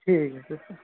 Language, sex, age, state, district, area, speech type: Bengali, male, 30-45, West Bengal, Purulia, urban, conversation